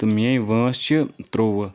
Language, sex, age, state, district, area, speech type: Kashmiri, male, 18-30, Jammu and Kashmir, Kulgam, rural, spontaneous